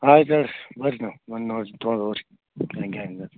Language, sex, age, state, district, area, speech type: Kannada, male, 45-60, Karnataka, Bagalkot, rural, conversation